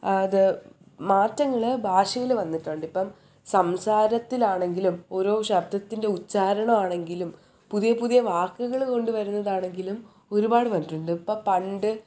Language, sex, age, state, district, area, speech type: Malayalam, female, 18-30, Kerala, Thiruvananthapuram, urban, spontaneous